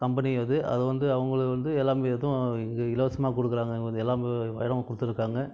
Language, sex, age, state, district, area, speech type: Tamil, male, 30-45, Tamil Nadu, Krishnagiri, rural, spontaneous